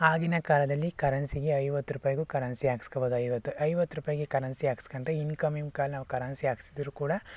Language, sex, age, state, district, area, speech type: Kannada, male, 18-30, Karnataka, Chikkaballapur, rural, spontaneous